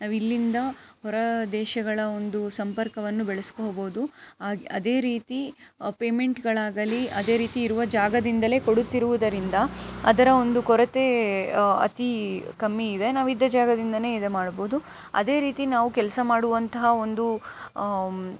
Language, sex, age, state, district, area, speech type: Kannada, female, 18-30, Karnataka, Chikkaballapur, urban, spontaneous